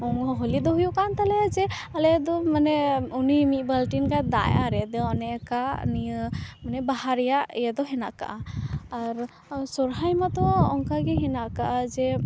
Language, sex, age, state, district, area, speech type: Santali, female, 18-30, West Bengal, Purba Bardhaman, rural, spontaneous